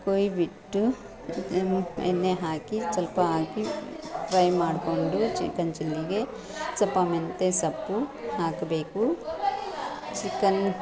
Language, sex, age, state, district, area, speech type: Kannada, female, 45-60, Karnataka, Bangalore Urban, urban, spontaneous